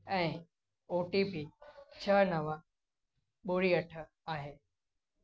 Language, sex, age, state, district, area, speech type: Sindhi, male, 18-30, Gujarat, Kutch, rural, read